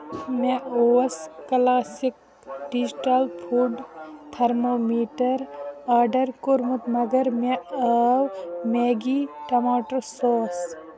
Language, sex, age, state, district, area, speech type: Kashmiri, female, 30-45, Jammu and Kashmir, Baramulla, urban, read